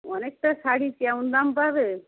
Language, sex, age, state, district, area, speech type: Bengali, female, 45-60, West Bengal, Darjeeling, rural, conversation